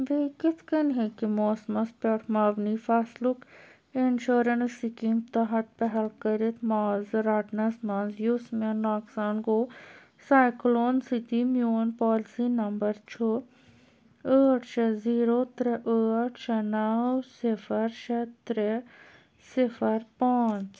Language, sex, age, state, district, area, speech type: Kashmiri, female, 30-45, Jammu and Kashmir, Anantnag, urban, read